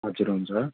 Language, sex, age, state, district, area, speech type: Nepali, male, 30-45, West Bengal, Jalpaiguri, rural, conversation